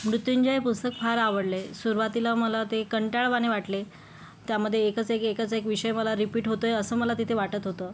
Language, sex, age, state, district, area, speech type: Marathi, female, 18-30, Maharashtra, Yavatmal, rural, spontaneous